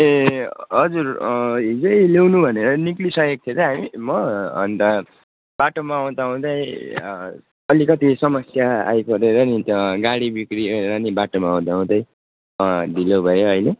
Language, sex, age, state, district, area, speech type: Nepali, male, 30-45, West Bengal, Kalimpong, rural, conversation